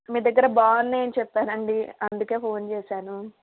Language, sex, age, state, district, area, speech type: Telugu, female, 18-30, Andhra Pradesh, Srikakulam, urban, conversation